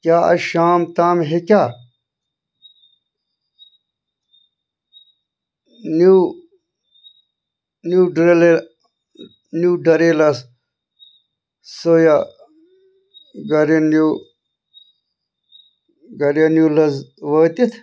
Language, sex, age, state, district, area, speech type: Kashmiri, other, 45-60, Jammu and Kashmir, Bandipora, rural, read